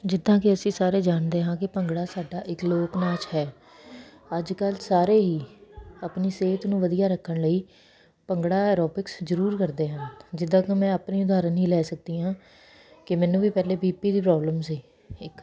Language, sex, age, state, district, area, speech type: Punjabi, female, 30-45, Punjab, Kapurthala, urban, spontaneous